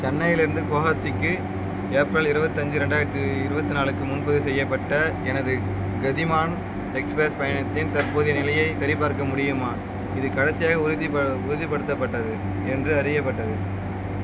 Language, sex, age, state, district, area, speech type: Tamil, male, 18-30, Tamil Nadu, Madurai, rural, read